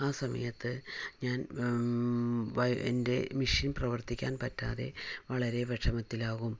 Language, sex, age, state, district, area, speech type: Malayalam, female, 45-60, Kerala, Palakkad, rural, spontaneous